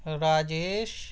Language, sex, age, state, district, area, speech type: Urdu, male, 18-30, Uttar Pradesh, Siddharthnagar, rural, spontaneous